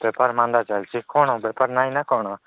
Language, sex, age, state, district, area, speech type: Odia, male, 45-60, Odisha, Nabarangpur, rural, conversation